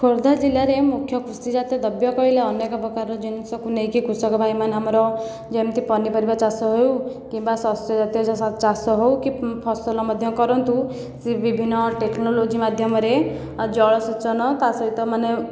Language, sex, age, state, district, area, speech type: Odia, female, 18-30, Odisha, Khordha, rural, spontaneous